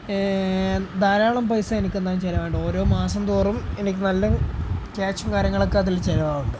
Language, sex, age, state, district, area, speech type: Malayalam, male, 18-30, Kerala, Malappuram, rural, spontaneous